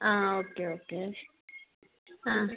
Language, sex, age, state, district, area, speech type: Malayalam, female, 18-30, Kerala, Kozhikode, urban, conversation